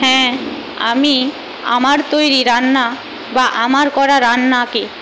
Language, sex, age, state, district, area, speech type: Bengali, female, 45-60, West Bengal, Paschim Medinipur, rural, spontaneous